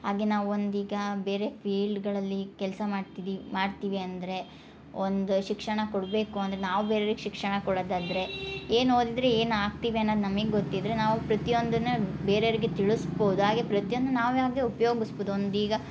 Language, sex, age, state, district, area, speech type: Kannada, female, 30-45, Karnataka, Hassan, rural, spontaneous